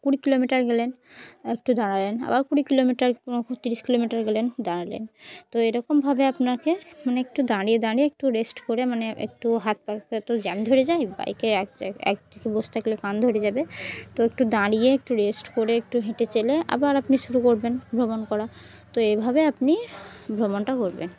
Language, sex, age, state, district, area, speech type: Bengali, female, 18-30, West Bengal, Murshidabad, urban, spontaneous